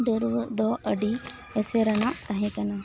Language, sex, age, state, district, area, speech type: Santali, female, 18-30, West Bengal, Bankura, rural, spontaneous